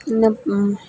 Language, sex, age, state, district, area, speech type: Kannada, female, 18-30, Karnataka, Koppal, rural, spontaneous